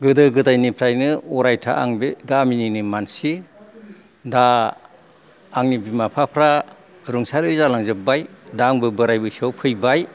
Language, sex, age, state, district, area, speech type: Bodo, male, 60+, Assam, Kokrajhar, rural, spontaneous